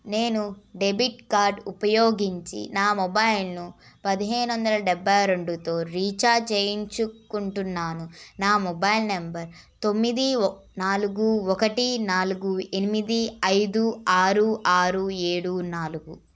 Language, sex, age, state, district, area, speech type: Telugu, female, 18-30, Andhra Pradesh, N T Rama Rao, urban, read